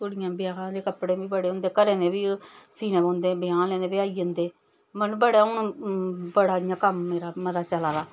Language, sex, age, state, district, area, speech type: Dogri, female, 45-60, Jammu and Kashmir, Samba, rural, spontaneous